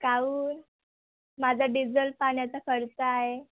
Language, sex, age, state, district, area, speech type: Marathi, female, 18-30, Maharashtra, Wardha, rural, conversation